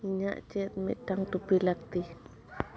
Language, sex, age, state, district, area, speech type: Santali, female, 30-45, West Bengal, Bankura, rural, read